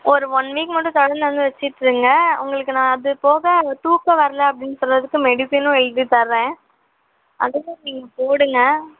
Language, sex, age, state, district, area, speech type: Tamil, female, 18-30, Tamil Nadu, Chennai, urban, conversation